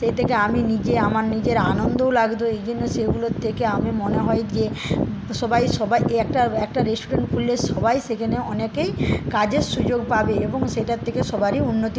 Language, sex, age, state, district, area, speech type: Bengali, female, 30-45, West Bengal, Paschim Medinipur, rural, spontaneous